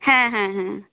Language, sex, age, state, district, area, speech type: Bengali, female, 30-45, West Bengal, Jhargram, rural, conversation